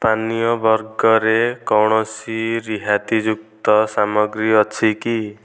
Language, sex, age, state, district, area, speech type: Odia, male, 18-30, Odisha, Nayagarh, rural, read